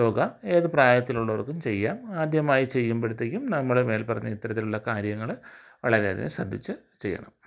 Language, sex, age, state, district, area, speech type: Malayalam, male, 45-60, Kerala, Thiruvananthapuram, urban, spontaneous